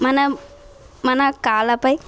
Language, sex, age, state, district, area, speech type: Telugu, female, 18-30, Telangana, Bhadradri Kothagudem, rural, spontaneous